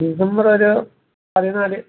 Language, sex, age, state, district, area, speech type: Malayalam, male, 30-45, Kerala, Palakkad, rural, conversation